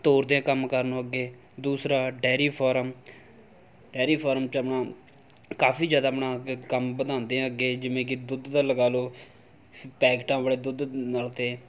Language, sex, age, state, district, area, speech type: Punjabi, male, 18-30, Punjab, Rupnagar, urban, spontaneous